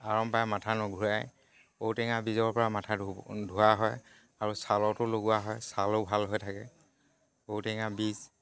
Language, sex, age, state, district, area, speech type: Assamese, male, 45-60, Assam, Dhemaji, rural, spontaneous